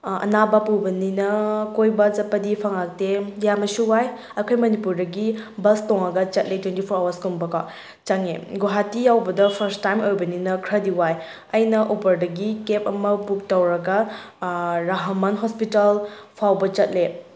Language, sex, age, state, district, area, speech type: Manipuri, female, 30-45, Manipur, Tengnoupal, rural, spontaneous